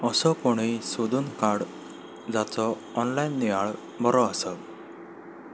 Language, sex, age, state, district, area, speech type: Goan Konkani, male, 18-30, Goa, Salcete, urban, read